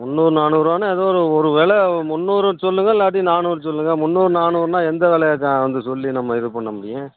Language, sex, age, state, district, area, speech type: Tamil, male, 60+, Tamil Nadu, Pudukkottai, rural, conversation